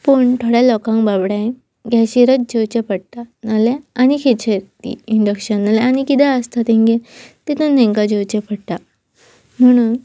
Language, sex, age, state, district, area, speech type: Goan Konkani, female, 18-30, Goa, Pernem, rural, spontaneous